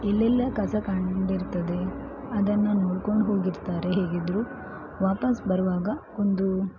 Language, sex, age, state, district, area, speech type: Kannada, female, 18-30, Karnataka, Shimoga, rural, spontaneous